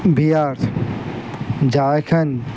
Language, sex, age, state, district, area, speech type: Sindhi, male, 18-30, Gujarat, Surat, urban, spontaneous